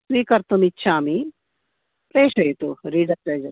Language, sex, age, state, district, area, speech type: Sanskrit, female, 45-60, Karnataka, Dakshina Kannada, urban, conversation